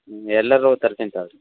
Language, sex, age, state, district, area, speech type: Kannada, male, 18-30, Karnataka, Davanagere, rural, conversation